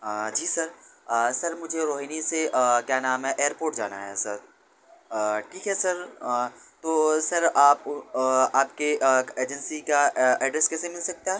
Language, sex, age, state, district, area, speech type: Urdu, male, 18-30, Delhi, North West Delhi, urban, spontaneous